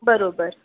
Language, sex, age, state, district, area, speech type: Marathi, female, 30-45, Maharashtra, Akola, urban, conversation